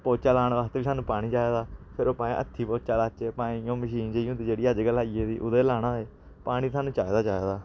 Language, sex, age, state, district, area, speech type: Dogri, male, 18-30, Jammu and Kashmir, Samba, urban, spontaneous